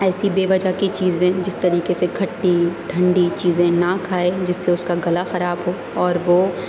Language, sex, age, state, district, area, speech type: Urdu, female, 18-30, Uttar Pradesh, Aligarh, urban, spontaneous